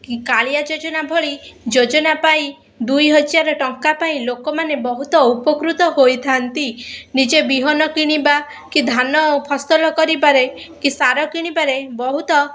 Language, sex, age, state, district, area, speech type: Odia, female, 18-30, Odisha, Kendrapara, urban, spontaneous